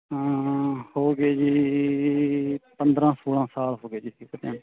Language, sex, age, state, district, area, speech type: Punjabi, male, 30-45, Punjab, Mansa, urban, conversation